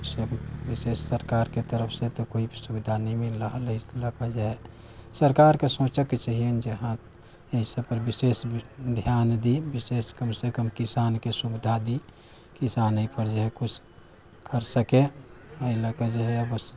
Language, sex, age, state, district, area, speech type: Maithili, male, 60+, Bihar, Sitamarhi, rural, spontaneous